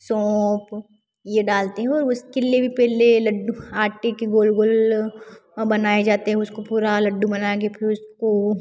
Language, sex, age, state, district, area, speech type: Hindi, female, 18-30, Madhya Pradesh, Ujjain, rural, spontaneous